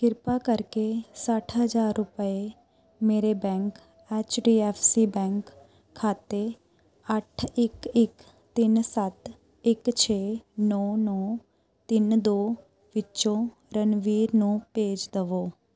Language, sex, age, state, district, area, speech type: Punjabi, female, 30-45, Punjab, Shaheed Bhagat Singh Nagar, rural, read